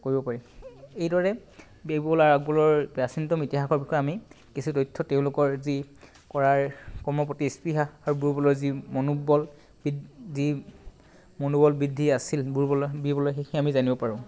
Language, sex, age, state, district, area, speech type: Assamese, male, 18-30, Assam, Tinsukia, urban, spontaneous